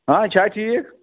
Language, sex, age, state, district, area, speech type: Kashmiri, male, 30-45, Jammu and Kashmir, Srinagar, rural, conversation